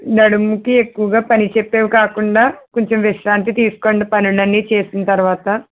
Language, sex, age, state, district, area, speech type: Telugu, female, 30-45, Andhra Pradesh, East Godavari, rural, conversation